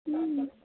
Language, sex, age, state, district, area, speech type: Bengali, female, 45-60, West Bengal, Purulia, urban, conversation